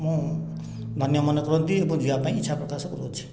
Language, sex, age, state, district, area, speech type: Odia, male, 60+, Odisha, Khordha, rural, spontaneous